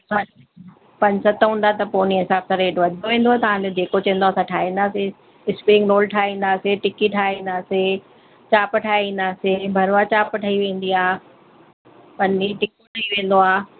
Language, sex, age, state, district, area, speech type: Sindhi, female, 45-60, Delhi, South Delhi, urban, conversation